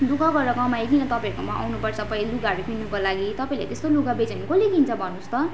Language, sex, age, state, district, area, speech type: Nepali, female, 18-30, West Bengal, Darjeeling, rural, spontaneous